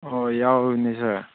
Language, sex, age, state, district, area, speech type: Manipuri, male, 18-30, Manipur, Chandel, rural, conversation